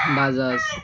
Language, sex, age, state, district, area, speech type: Bengali, male, 18-30, West Bengal, Birbhum, urban, spontaneous